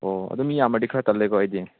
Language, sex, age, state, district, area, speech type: Manipuri, male, 30-45, Manipur, Chandel, rural, conversation